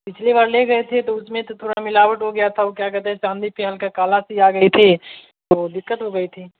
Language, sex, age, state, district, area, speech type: Hindi, male, 18-30, Bihar, Vaishali, urban, conversation